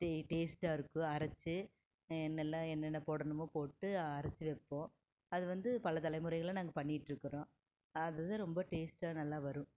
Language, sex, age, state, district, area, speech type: Tamil, female, 45-60, Tamil Nadu, Erode, rural, spontaneous